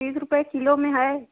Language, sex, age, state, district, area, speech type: Hindi, female, 18-30, Uttar Pradesh, Prayagraj, rural, conversation